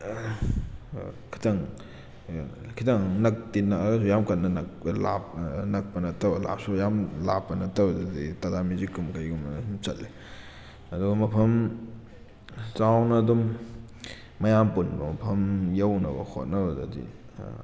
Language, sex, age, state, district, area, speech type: Manipuri, male, 18-30, Manipur, Kakching, rural, spontaneous